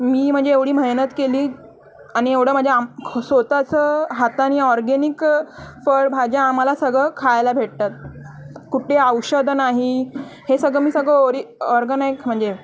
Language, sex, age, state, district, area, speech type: Marathi, female, 18-30, Maharashtra, Mumbai Suburban, urban, spontaneous